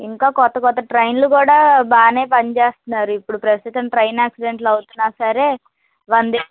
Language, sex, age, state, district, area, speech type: Telugu, female, 18-30, Andhra Pradesh, Krishna, urban, conversation